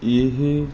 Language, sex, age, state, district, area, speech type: Punjabi, male, 30-45, Punjab, Mansa, urban, spontaneous